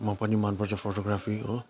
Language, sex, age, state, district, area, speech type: Nepali, male, 45-60, West Bengal, Kalimpong, rural, spontaneous